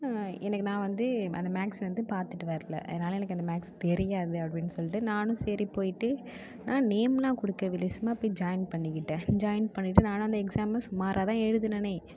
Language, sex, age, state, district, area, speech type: Tamil, female, 18-30, Tamil Nadu, Mayiladuthurai, urban, spontaneous